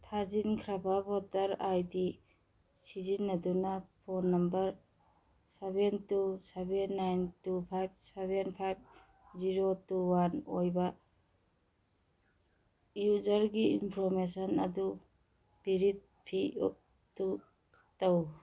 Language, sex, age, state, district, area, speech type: Manipuri, female, 45-60, Manipur, Churachandpur, urban, read